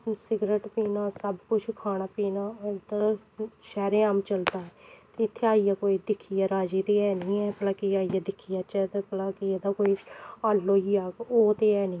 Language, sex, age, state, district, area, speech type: Dogri, female, 18-30, Jammu and Kashmir, Samba, rural, spontaneous